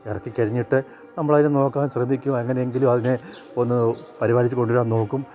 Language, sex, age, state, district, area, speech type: Malayalam, male, 60+, Kerala, Kottayam, rural, spontaneous